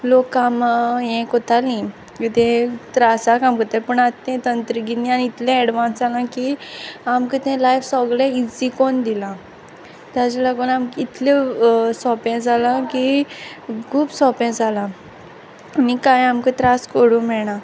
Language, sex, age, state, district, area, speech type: Goan Konkani, female, 18-30, Goa, Quepem, rural, spontaneous